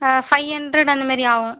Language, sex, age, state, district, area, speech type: Tamil, female, 18-30, Tamil Nadu, Vellore, urban, conversation